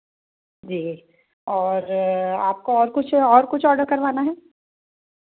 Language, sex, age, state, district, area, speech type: Hindi, female, 30-45, Madhya Pradesh, Betul, urban, conversation